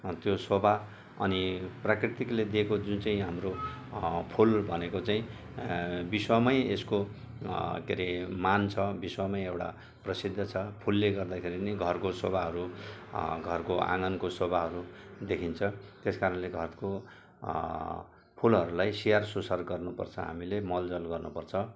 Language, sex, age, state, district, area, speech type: Nepali, male, 60+, West Bengal, Jalpaiguri, rural, spontaneous